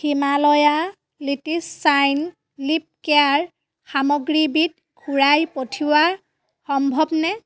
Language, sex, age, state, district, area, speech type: Assamese, female, 30-45, Assam, Dhemaji, rural, read